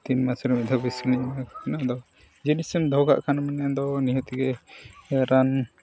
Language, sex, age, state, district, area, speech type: Santali, male, 45-60, Odisha, Mayurbhanj, rural, spontaneous